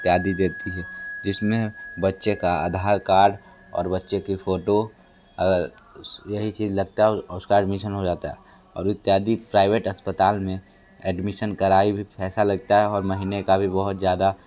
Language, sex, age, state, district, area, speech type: Hindi, male, 18-30, Uttar Pradesh, Sonbhadra, rural, spontaneous